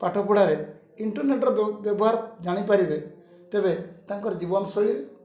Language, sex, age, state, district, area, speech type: Odia, male, 45-60, Odisha, Mayurbhanj, rural, spontaneous